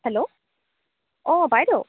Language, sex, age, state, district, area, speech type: Assamese, female, 18-30, Assam, Charaideo, urban, conversation